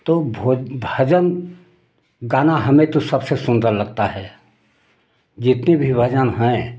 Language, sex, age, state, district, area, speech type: Hindi, male, 60+, Uttar Pradesh, Prayagraj, rural, spontaneous